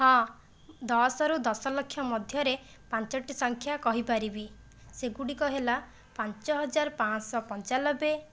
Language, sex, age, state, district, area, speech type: Odia, female, 30-45, Odisha, Jajpur, rural, spontaneous